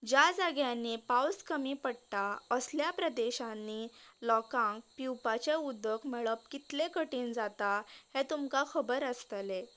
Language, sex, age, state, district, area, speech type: Goan Konkani, female, 18-30, Goa, Canacona, rural, spontaneous